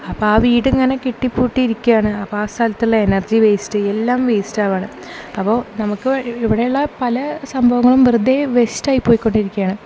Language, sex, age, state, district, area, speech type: Malayalam, female, 18-30, Kerala, Thrissur, urban, spontaneous